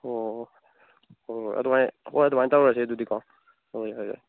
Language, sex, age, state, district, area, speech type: Manipuri, male, 18-30, Manipur, Churachandpur, rural, conversation